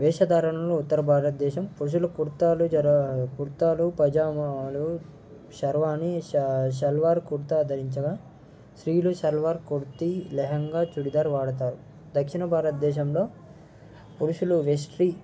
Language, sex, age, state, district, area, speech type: Telugu, male, 18-30, Andhra Pradesh, Nellore, rural, spontaneous